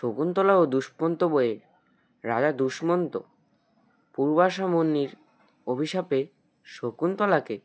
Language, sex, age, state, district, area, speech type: Bengali, male, 18-30, West Bengal, Alipurduar, rural, spontaneous